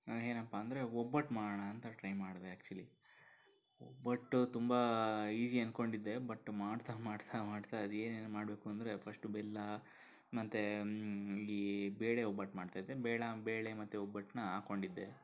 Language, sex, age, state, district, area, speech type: Kannada, male, 45-60, Karnataka, Bangalore Urban, urban, spontaneous